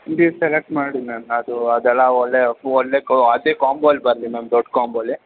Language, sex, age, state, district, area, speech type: Kannada, male, 18-30, Karnataka, Bangalore Urban, urban, conversation